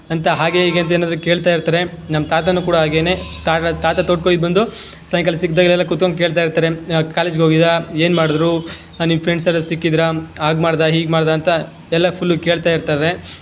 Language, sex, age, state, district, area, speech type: Kannada, male, 18-30, Karnataka, Chamarajanagar, rural, spontaneous